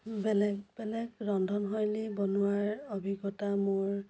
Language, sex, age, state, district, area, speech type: Assamese, female, 45-60, Assam, Dhemaji, rural, spontaneous